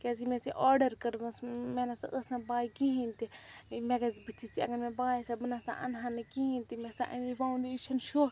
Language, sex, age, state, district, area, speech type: Kashmiri, female, 45-60, Jammu and Kashmir, Srinagar, urban, spontaneous